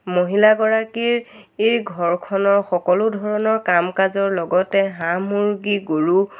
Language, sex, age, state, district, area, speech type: Assamese, female, 30-45, Assam, Biswanath, rural, spontaneous